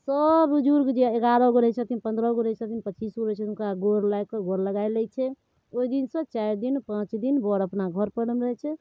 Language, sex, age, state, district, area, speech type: Maithili, female, 45-60, Bihar, Darbhanga, rural, spontaneous